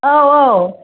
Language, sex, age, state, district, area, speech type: Bodo, female, 45-60, Assam, Kokrajhar, urban, conversation